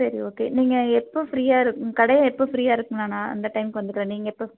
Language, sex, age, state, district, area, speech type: Tamil, female, 30-45, Tamil Nadu, Thoothukudi, rural, conversation